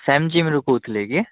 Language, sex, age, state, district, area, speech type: Odia, male, 60+, Odisha, Bhadrak, rural, conversation